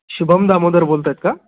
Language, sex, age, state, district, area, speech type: Marathi, male, 18-30, Maharashtra, Buldhana, rural, conversation